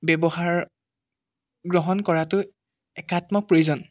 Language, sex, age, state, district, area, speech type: Assamese, male, 18-30, Assam, Jorhat, urban, spontaneous